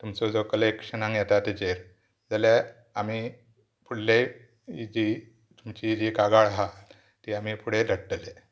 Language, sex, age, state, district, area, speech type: Goan Konkani, male, 60+, Goa, Pernem, rural, spontaneous